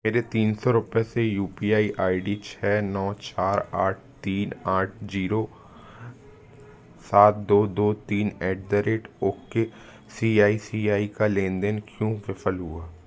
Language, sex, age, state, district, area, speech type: Hindi, male, 18-30, Madhya Pradesh, Jabalpur, urban, read